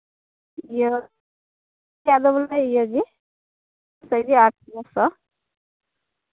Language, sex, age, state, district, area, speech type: Santali, female, 45-60, Jharkhand, Pakur, rural, conversation